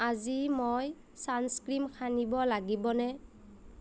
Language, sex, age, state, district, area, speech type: Assamese, female, 30-45, Assam, Nagaon, rural, read